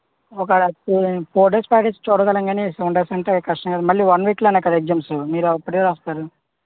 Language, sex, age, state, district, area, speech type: Telugu, male, 45-60, Andhra Pradesh, Vizianagaram, rural, conversation